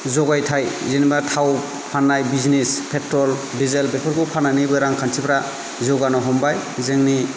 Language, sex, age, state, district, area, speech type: Bodo, male, 30-45, Assam, Kokrajhar, rural, spontaneous